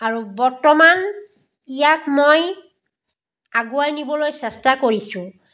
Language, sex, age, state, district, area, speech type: Assamese, female, 45-60, Assam, Biswanath, rural, spontaneous